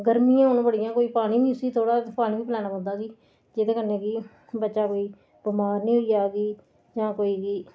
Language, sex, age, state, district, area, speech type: Dogri, female, 45-60, Jammu and Kashmir, Reasi, rural, spontaneous